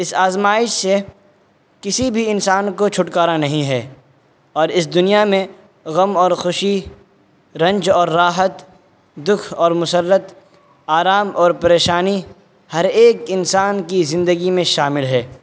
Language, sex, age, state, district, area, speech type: Urdu, male, 18-30, Bihar, Purnia, rural, spontaneous